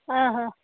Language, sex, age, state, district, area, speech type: Kannada, female, 18-30, Karnataka, Chikkamagaluru, rural, conversation